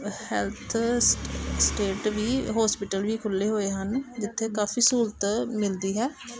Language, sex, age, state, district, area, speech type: Punjabi, female, 30-45, Punjab, Gurdaspur, urban, spontaneous